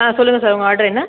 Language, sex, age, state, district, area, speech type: Tamil, female, 18-30, Tamil Nadu, Pudukkottai, urban, conversation